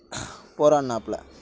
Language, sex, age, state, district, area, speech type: Tamil, male, 60+, Tamil Nadu, Mayiladuthurai, rural, spontaneous